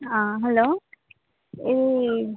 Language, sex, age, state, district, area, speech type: Telugu, female, 18-30, Telangana, Vikarabad, urban, conversation